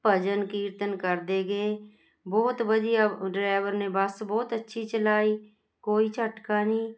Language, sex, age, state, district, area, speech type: Punjabi, female, 45-60, Punjab, Jalandhar, urban, spontaneous